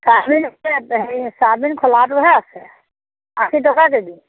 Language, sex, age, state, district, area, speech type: Assamese, female, 45-60, Assam, Majuli, urban, conversation